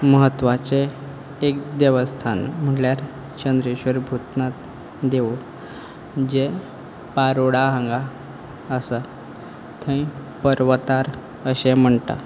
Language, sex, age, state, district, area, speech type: Goan Konkani, male, 18-30, Goa, Quepem, rural, spontaneous